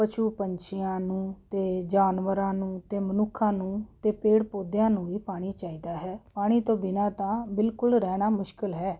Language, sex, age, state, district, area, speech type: Punjabi, female, 45-60, Punjab, Ludhiana, urban, spontaneous